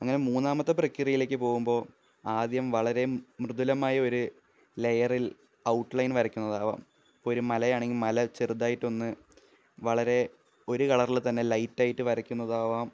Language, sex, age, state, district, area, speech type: Malayalam, male, 18-30, Kerala, Thrissur, urban, spontaneous